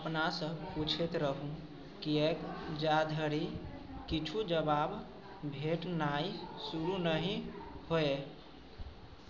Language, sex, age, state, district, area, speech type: Maithili, male, 45-60, Bihar, Sitamarhi, urban, read